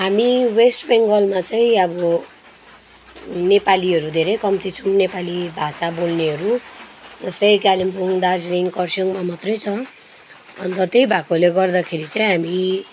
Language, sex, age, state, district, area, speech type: Nepali, female, 30-45, West Bengal, Kalimpong, rural, spontaneous